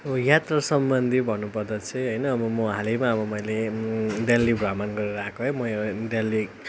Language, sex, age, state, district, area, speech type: Nepali, male, 18-30, West Bengal, Darjeeling, rural, spontaneous